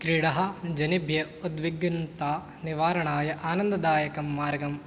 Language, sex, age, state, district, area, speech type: Sanskrit, male, 18-30, Rajasthan, Jaipur, urban, spontaneous